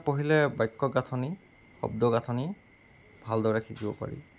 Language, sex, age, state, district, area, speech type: Assamese, male, 18-30, Assam, Jorhat, urban, spontaneous